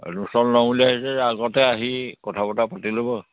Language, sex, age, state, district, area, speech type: Assamese, male, 45-60, Assam, Sivasagar, rural, conversation